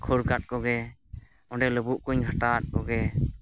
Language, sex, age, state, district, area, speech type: Santali, male, 30-45, West Bengal, Purulia, rural, spontaneous